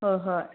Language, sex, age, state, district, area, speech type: Manipuri, female, 30-45, Manipur, Senapati, rural, conversation